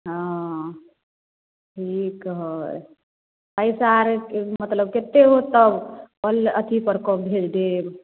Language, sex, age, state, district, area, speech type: Maithili, female, 30-45, Bihar, Samastipur, urban, conversation